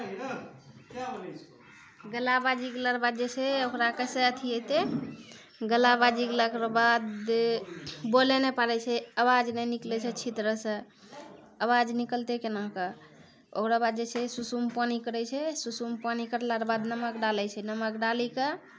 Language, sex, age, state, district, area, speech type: Maithili, female, 60+, Bihar, Purnia, rural, spontaneous